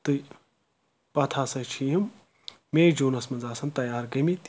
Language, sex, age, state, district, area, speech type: Kashmiri, male, 30-45, Jammu and Kashmir, Anantnag, rural, spontaneous